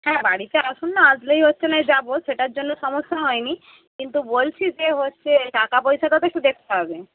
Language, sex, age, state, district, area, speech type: Bengali, female, 60+, West Bengal, Jhargram, rural, conversation